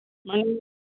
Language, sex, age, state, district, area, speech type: Santali, female, 45-60, West Bengal, Birbhum, rural, conversation